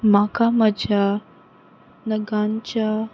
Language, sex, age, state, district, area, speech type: Goan Konkani, female, 18-30, Goa, Salcete, rural, read